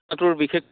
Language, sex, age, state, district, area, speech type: Assamese, male, 45-60, Assam, Goalpara, rural, conversation